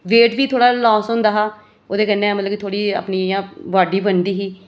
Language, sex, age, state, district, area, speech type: Dogri, female, 30-45, Jammu and Kashmir, Reasi, rural, spontaneous